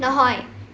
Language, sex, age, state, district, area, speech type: Assamese, female, 18-30, Assam, Nalbari, rural, read